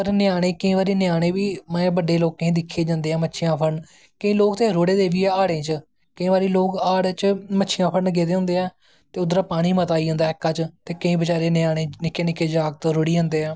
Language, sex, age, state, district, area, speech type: Dogri, male, 18-30, Jammu and Kashmir, Jammu, rural, spontaneous